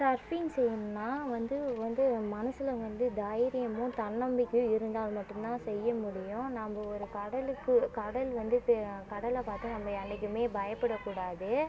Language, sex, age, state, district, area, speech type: Tamil, female, 18-30, Tamil Nadu, Cuddalore, rural, spontaneous